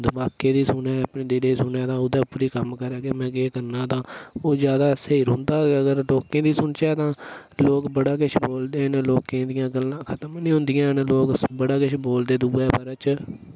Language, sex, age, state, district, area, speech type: Dogri, male, 30-45, Jammu and Kashmir, Udhampur, rural, spontaneous